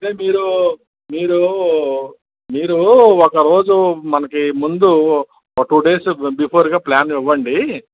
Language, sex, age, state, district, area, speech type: Telugu, male, 60+, Andhra Pradesh, Visakhapatnam, urban, conversation